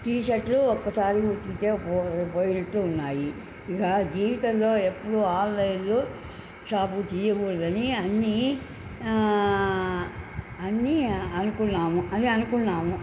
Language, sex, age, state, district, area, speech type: Telugu, female, 60+, Andhra Pradesh, Nellore, urban, spontaneous